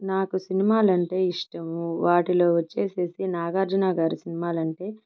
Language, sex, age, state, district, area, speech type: Telugu, female, 30-45, Andhra Pradesh, Nellore, urban, spontaneous